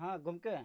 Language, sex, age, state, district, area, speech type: Santali, male, 45-60, Jharkhand, Bokaro, rural, spontaneous